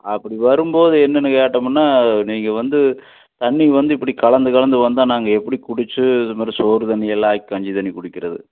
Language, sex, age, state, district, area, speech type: Tamil, male, 60+, Tamil Nadu, Tiruppur, urban, conversation